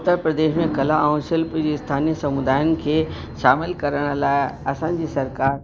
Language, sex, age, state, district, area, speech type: Sindhi, female, 60+, Uttar Pradesh, Lucknow, urban, spontaneous